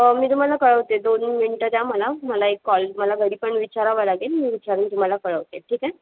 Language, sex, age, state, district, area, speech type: Marathi, female, 30-45, Maharashtra, Mumbai Suburban, urban, conversation